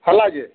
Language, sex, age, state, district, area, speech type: Odia, male, 60+, Odisha, Bargarh, urban, conversation